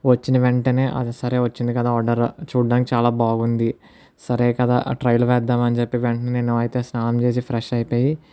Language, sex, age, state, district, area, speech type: Telugu, male, 18-30, Andhra Pradesh, Kakinada, rural, spontaneous